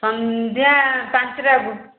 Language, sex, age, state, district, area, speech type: Odia, female, 45-60, Odisha, Gajapati, rural, conversation